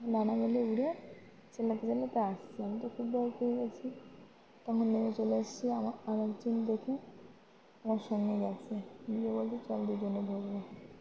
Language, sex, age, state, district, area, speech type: Bengali, female, 18-30, West Bengal, Birbhum, urban, spontaneous